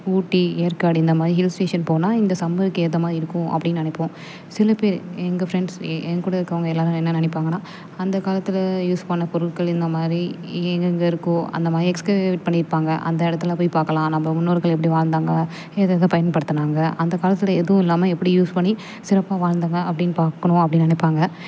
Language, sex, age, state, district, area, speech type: Tamil, female, 18-30, Tamil Nadu, Perambalur, urban, spontaneous